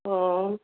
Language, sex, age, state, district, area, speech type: Assamese, female, 45-60, Assam, Morigaon, rural, conversation